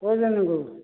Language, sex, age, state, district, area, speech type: Odia, male, 60+, Odisha, Nayagarh, rural, conversation